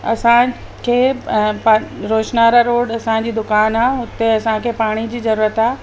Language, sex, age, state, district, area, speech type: Sindhi, female, 45-60, Delhi, South Delhi, urban, spontaneous